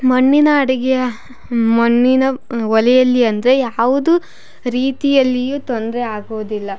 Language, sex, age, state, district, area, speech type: Kannada, female, 18-30, Karnataka, Chitradurga, rural, spontaneous